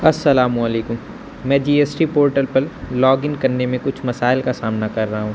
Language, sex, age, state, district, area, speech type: Urdu, male, 18-30, Uttar Pradesh, Azamgarh, rural, spontaneous